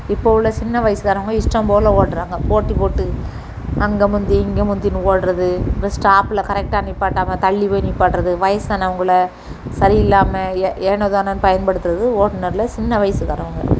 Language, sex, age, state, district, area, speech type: Tamil, female, 45-60, Tamil Nadu, Thoothukudi, rural, spontaneous